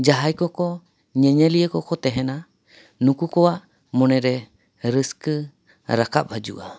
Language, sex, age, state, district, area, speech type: Santali, male, 30-45, West Bengal, Paschim Bardhaman, urban, spontaneous